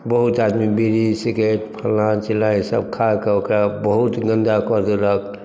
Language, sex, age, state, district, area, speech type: Maithili, male, 60+, Bihar, Madhubani, urban, spontaneous